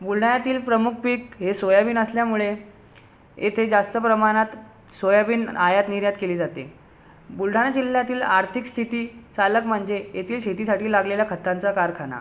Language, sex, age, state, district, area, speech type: Marathi, male, 18-30, Maharashtra, Buldhana, urban, spontaneous